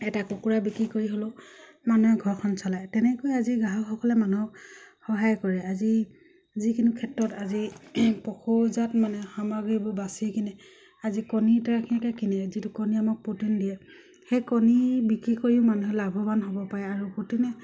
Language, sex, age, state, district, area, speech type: Assamese, female, 30-45, Assam, Dibrugarh, rural, spontaneous